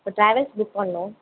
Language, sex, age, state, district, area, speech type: Tamil, female, 18-30, Tamil Nadu, Tiruvarur, urban, conversation